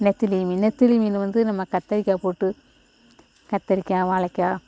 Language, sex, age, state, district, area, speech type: Tamil, female, 45-60, Tamil Nadu, Thoothukudi, rural, spontaneous